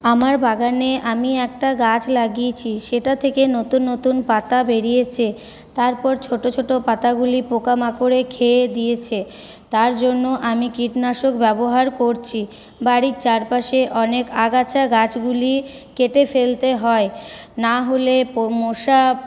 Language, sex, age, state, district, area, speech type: Bengali, female, 18-30, West Bengal, Paschim Bardhaman, rural, spontaneous